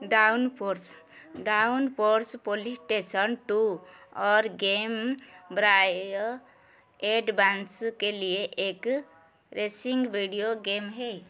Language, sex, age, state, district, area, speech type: Hindi, female, 45-60, Madhya Pradesh, Chhindwara, rural, read